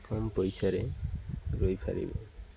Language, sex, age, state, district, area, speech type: Odia, male, 30-45, Odisha, Nabarangpur, urban, spontaneous